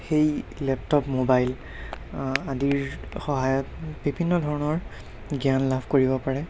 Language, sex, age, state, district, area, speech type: Assamese, male, 60+, Assam, Darrang, rural, spontaneous